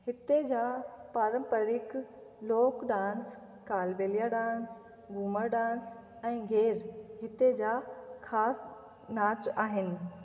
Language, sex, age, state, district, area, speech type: Sindhi, female, 30-45, Rajasthan, Ajmer, urban, spontaneous